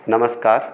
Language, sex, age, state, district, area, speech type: Hindi, male, 45-60, Madhya Pradesh, Hoshangabad, urban, spontaneous